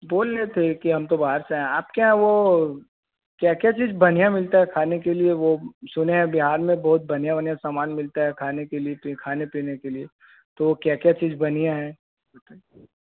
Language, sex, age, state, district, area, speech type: Hindi, male, 30-45, Bihar, Vaishali, rural, conversation